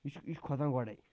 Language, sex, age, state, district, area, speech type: Kashmiri, male, 30-45, Jammu and Kashmir, Bandipora, rural, spontaneous